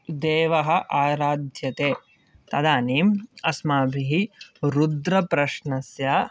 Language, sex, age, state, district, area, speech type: Sanskrit, male, 18-30, Kerala, Palakkad, urban, spontaneous